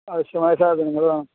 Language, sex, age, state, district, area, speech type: Malayalam, male, 18-30, Kerala, Malappuram, urban, conversation